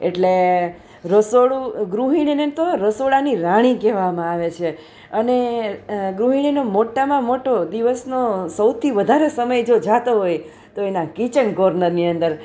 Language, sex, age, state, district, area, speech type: Gujarati, female, 45-60, Gujarat, Junagadh, urban, spontaneous